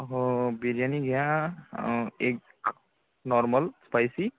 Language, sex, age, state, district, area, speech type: Marathi, male, 18-30, Maharashtra, Gadchiroli, rural, conversation